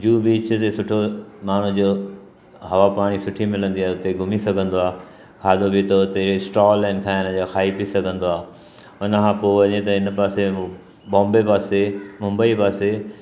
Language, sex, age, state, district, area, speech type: Sindhi, male, 60+, Maharashtra, Mumbai Suburban, urban, spontaneous